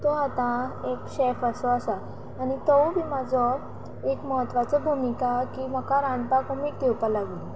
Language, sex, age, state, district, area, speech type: Goan Konkani, female, 18-30, Goa, Quepem, rural, spontaneous